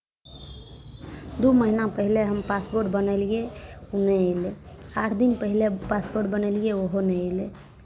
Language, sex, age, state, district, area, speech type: Maithili, female, 18-30, Bihar, Araria, urban, spontaneous